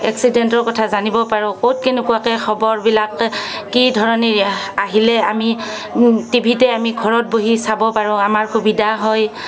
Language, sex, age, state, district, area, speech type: Assamese, female, 45-60, Assam, Kamrup Metropolitan, urban, spontaneous